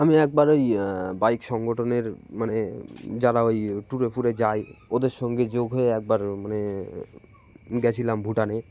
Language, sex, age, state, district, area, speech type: Bengali, male, 30-45, West Bengal, Cooch Behar, urban, spontaneous